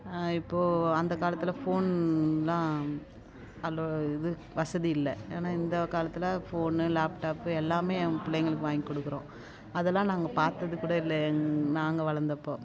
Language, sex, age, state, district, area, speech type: Tamil, female, 30-45, Tamil Nadu, Tiruvannamalai, rural, spontaneous